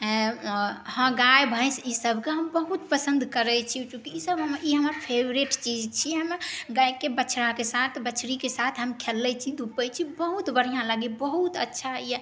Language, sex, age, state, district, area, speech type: Maithili, female, 18-30, Bihar, Saharsa, urban, spontaneous